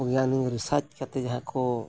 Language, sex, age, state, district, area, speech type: Santali, male, 45-60, Odisha, Mayurbhanj, rural, spontaneous